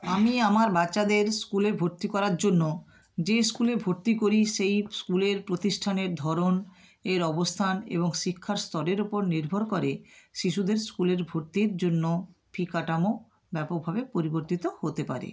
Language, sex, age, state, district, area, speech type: Bengali, female, 60+, West Bengal, Nadia, rural, spontaneous